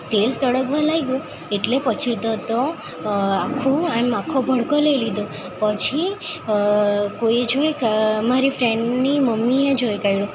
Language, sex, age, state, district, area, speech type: Gujarati, female, 18-30, Gujarat, Valsad, rural, spontaneous